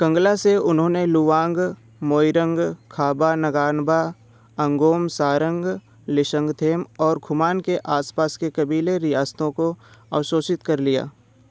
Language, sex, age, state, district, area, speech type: Hindi, male, 18-30, Uttar Pradesh, Bhadohi, urban, read